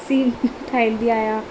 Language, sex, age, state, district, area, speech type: Sindhi, female, 18-30, Delhi, South Delhi, urban, spontaneous